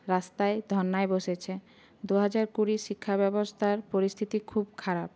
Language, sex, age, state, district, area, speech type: Bengali, female, 18-30, West Bengal, Purulia, urban, spontaneous